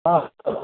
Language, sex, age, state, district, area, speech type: Odia, male, 60+, Odisha, Gajapati, rural, conversation